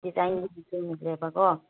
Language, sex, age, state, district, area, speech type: Manipuri, female, 18-30, Manipur, Chandel, rural, conversation